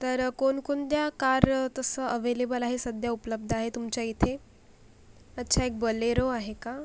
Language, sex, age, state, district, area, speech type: Marathi, female, 45-60, Maharashtra, Akola, rural, spontaneous